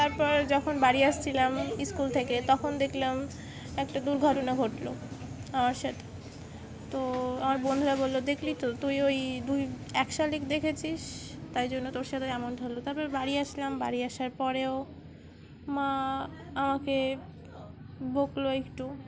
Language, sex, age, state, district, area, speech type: Bengali, female, 18-30, West Bengal, Dakshin Dinajpur, urban, spontaneous